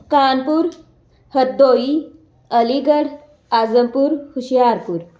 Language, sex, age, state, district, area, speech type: Punjabi, female, 30-45, Punjab, Amritsar, urban, spontaneous